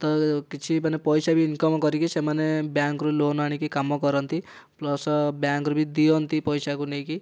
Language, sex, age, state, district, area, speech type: Odia, male, 18-30, Odisha, Dhenkanal, rural, spontaneous